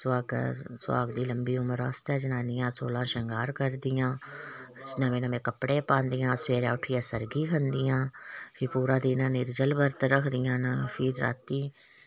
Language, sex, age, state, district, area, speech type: Dogri, female, 45-60, Jammu and Kashmir, Samba, rural, spontaneous